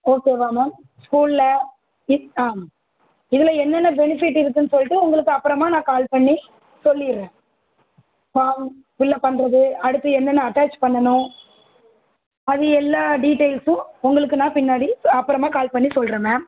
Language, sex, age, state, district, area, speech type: Tamil, female, 30-45, Tamil Nadu, Tiruvallur, urban, conversation